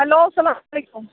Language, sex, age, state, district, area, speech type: Kashmiri, female, 30-45, Jammu and Kashmir, Budgam, rural, conversation